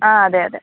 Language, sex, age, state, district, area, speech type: Malayalam, female, 45-60, Kerala, Kozhikode, urban, conversation